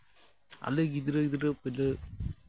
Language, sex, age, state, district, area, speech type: Santali, male, 30-45, West Bengal, Jhargram, rural, spontaneous